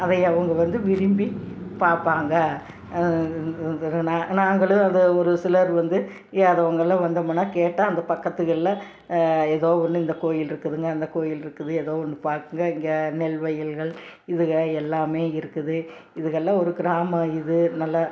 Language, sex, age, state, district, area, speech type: Tamil, female, 60+, Tamil Nadu, Tiruppur, rural, spontaneous